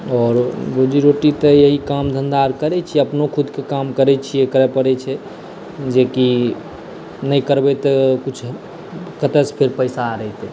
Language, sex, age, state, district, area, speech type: Maithili, male, 18-30, Bihar, Saharsa, rural, spontaneous